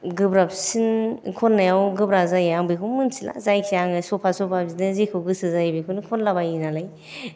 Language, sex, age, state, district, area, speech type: Bodo, female, 45-60, Assam, Kokrajhar, urban, spontaneous